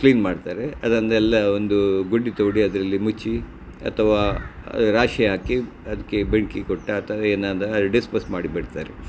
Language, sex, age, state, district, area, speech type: Kannada, male, 60+, Karnataka, Udupi, rural, spontaneous